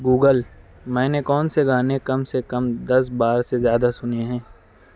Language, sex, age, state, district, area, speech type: Urdu, male, 45-60, Maharashtra, Nashik, urban, read